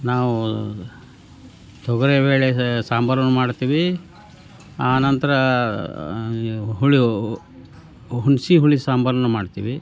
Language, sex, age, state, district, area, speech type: Kannada, male, 60+, Karnataka, Koppal, rural, spontaneous